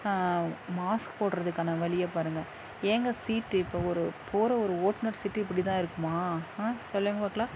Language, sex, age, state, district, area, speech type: Tamil, female, 45-60, Tamil Nadu, Dharmapuri, rural, spontaneous